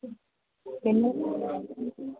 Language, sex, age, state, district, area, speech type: Malayalam, female, 60+, Kerala, Idukki, rural, conversation